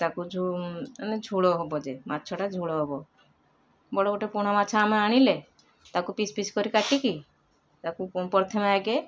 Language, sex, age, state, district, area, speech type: Odia, female, 60+, Odisha, Balasore, rural, spontaneous